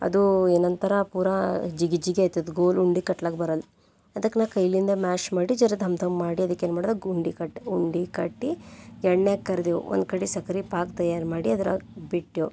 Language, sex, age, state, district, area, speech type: Kannada, female, 18-30, Karnataka, Bidar, urban, spontaneous